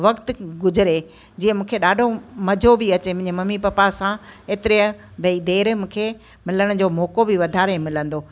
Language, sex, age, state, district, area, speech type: Sindhi, female, 60+, Gujarat, Kutch, rural, spontaneous